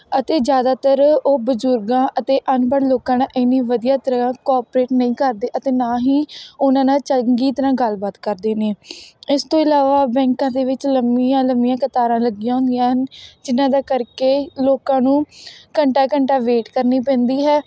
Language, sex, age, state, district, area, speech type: Punjabi, female, 18-30, Punjab, Tarn Taran, rural, spontaneous